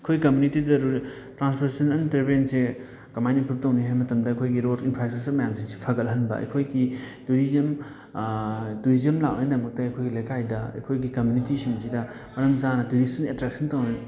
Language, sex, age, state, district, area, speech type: Manipuri, male, 30-45, Manipur, Thoubal, rural, spontaneous